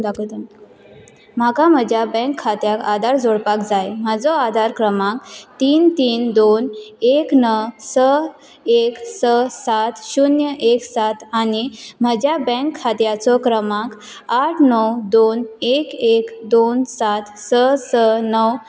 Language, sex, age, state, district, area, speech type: Goan Konkani, female, 18-30, Goa, Salcete, rural, read